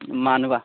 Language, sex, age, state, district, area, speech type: Bodo, male, 18-30, Assam, Baksa, rural, conversation